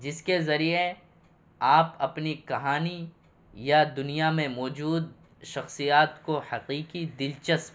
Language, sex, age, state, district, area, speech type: Urdu, male, 18-30, Bihar, Purnia, rural, spontaneous